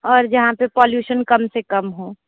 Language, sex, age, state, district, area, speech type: Hindi, female, 18-30, Uttar Pradesh, Sonbhadra, rural, conversation